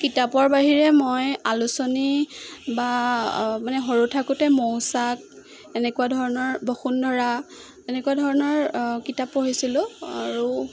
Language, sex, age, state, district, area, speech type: Assamese, female, 18-30, Assam, Jorhat, urban, spontaneous